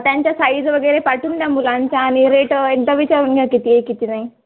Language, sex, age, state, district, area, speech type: Marathi, female, 18-30, Maharashtra, Hingoli, urban, conversation